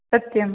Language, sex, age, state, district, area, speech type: Sanskrit, female, 30-45, Karnataka, Udupi, urban, conversation